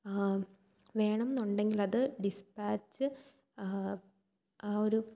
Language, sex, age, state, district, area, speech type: Malayalam, female, 18-30, Kerala, Thiruvananthapuram, rural, spontaneous